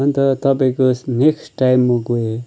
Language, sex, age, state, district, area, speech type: Nepali, male, 30-45, West Bengal, Kalimpong, rural, spontaneous